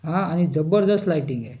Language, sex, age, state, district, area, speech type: Marathi, male, 18-30, Maharashtra, Raigad, urban, spontaneous